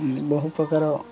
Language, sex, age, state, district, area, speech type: Odia, male, 18-30, Odisha, Jagatsinghpur, urban, spontaneous